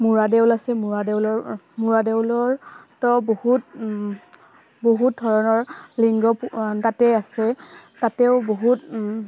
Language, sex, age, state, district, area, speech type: Assamese, female, 18-30, Assam, Udalguri, rural, spontaneous